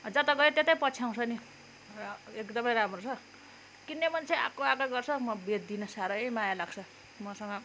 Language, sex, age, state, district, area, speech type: Nepali, female, 30-45, West Bengal, Kalimpong, rural, spontaneous